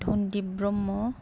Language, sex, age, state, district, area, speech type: Bodo, female, 18-30, Assam, Kokrajhar, rural, spontaneous